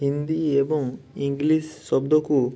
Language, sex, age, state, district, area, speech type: Odia, male, 30-45, Odisha, Balasore, rural, spontaneous